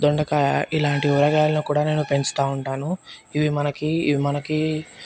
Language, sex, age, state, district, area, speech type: Telugu, male, 18-30, Telangana, Nirmal, urban, spontaneous